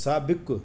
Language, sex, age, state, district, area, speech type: Sindhi, male, 45-60, Delhi, South Delhi, urban, read